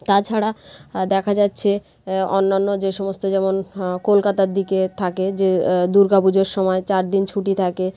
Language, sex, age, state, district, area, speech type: Bengali, female, 30-45, West Bengal, North 24 Parganas, rural, spontaneous